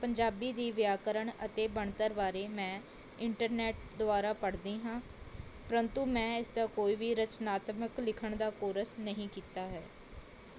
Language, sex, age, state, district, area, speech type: Punjabi, female, 18-30, Punjab, Mohali, urban, spontaneous